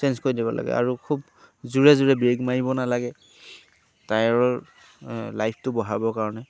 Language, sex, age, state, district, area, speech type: Assamese, male, 30-45, Assam, Sivasagar, rural, spontaneous